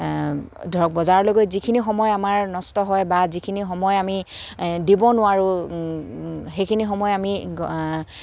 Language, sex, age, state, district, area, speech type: Assamese, female, 30-45, Assam, Dibrugarh, rural, spontaneous